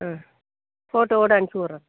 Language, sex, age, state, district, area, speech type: Tamil, female, 60+, Tamil Nadu, Chengalpattu, rural, conversation